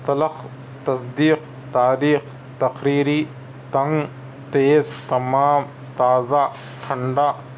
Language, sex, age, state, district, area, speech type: Urdu, male, 30-45, Telangana, Hyderabad, urban, spontaneous